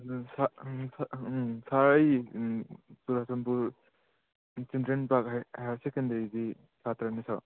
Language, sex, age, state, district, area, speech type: Manipuri, male, 18-30, Manipur, Churachandpur, rural, conversation